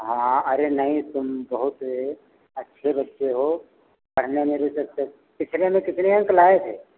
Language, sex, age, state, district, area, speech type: Hindi, male, 60+, Uttar Pradesh, Lucknow, urban, conversation